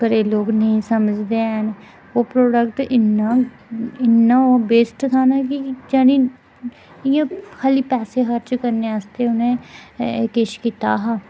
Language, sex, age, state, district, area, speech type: Dogri, female, 18-30, Jammu and Kashmir, Udhampur, rural, spontaneous